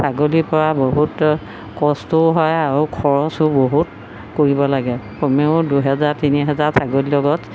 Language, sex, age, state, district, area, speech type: Assamese, female, 60+, Assam, Golaghat, urban, spontaneous